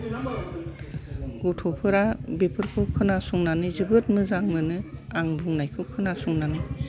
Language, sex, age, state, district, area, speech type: Bodo, female, 60+, Assam, Kokrajhar, urban, spontaneous